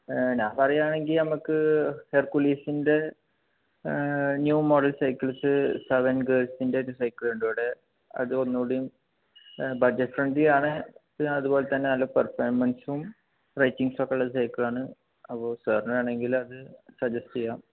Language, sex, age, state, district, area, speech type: Malayalam, male, 18-30, Kerala, Palakkad, rural, conversation